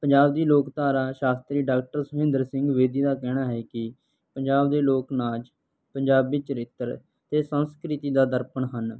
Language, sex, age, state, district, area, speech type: Punjabi, male, 18-30, Punjab, Barnala, rural, spontaneous